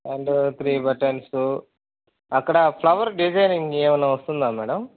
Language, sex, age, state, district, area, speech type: Telugu, male, 30-45, Andhra Pradesh, Sri Balaji, urban, conversation